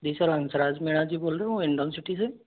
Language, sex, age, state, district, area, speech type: Hindi, male, 30-45, Rajasthan, Karauli, rural, conversation